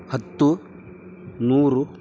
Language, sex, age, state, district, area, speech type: Kannada, male, 18-30, Karnataka, Raichur, urban, spontaneous